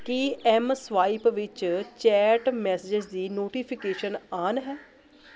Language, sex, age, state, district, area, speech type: Punjabi, female, 30-45, Punjab, Shaheed Bhagat Singh Nagar, urban, read